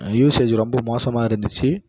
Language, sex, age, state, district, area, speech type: Tamil, male, 18-30, Tamil Nadu, Kallakurichi, rural, spontaneous